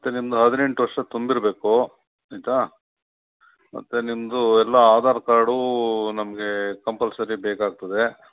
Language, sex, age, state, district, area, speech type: Kannada, male, 45-60, Karnataka, Bangalore Urban, urban, conversation